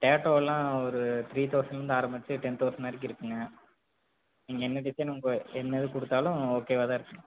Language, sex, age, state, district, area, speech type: Tamil, male, 18-30, Tamil Nadu, Erode, rural, conversation